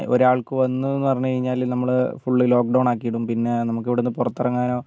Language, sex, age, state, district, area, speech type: Malayalam, male, 45-60, Kerala, Wayanad, rural, spontaneous